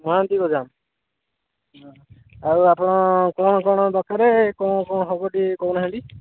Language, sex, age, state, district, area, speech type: Odia, male, 18-30, Odisha, Jagatsinghpur, rural, conversation